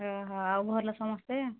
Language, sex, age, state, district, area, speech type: Odia, female, 45-60, Odisha, Angul, rural, conversation